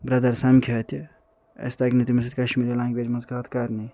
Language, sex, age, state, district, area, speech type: Kashmiri, male, 30-45, Jammu and Kashmir, Ganderbal, urban, spontaneous